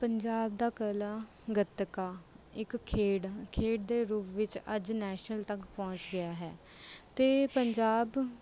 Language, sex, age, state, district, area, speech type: Punjabi, female, 18-30, Punjab, Rupnagar, urban, spontaneous